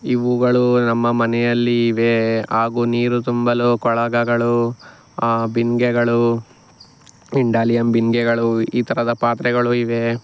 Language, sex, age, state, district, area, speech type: Kannada, male, 45-60, Karnataka, Chikkaballapur, rural, spontaneous